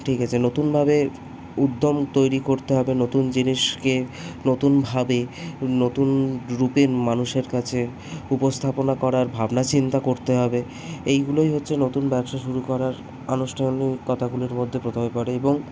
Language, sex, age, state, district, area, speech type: Bengali, male, 18-30, West Bengal, Kolkata, urban, spontaneous